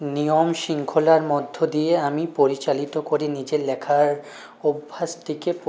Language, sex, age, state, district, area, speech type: Bengali, male, 30-45, West Bengal, Purulia, urban, spontaneous